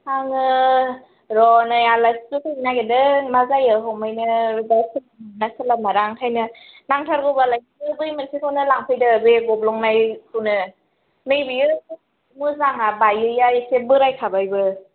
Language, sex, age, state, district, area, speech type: Bodo, female, 18-30, Assam, Kokrajhar, urban, conversation